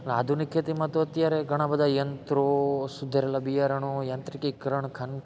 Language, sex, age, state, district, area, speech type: Gujarati, male, 30-45, Gujarat, Rajkot, rural, spontaneous